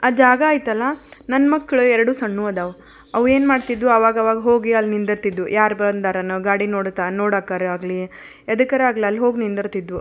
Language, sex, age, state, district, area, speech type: Kannada, female, 30-45, Karnataka, Koppal, rural, spontaneous